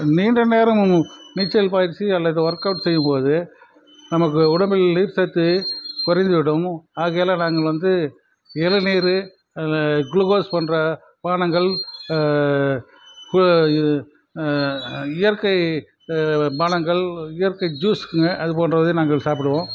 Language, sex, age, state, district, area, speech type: Tamil, male, 45-60, Tamil Nadu, Krishnagiri, rural, spontaneous